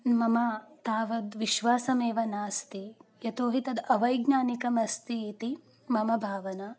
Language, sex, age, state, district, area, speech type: Sanskrit, female, 18-30, Karnataka, Uttara Kannada, rural, spontaneous